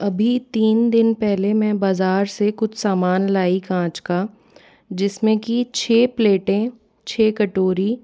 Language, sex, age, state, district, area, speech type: Hindi, female, 18-30, Rajasthan, Jaipur, urban, spontaneous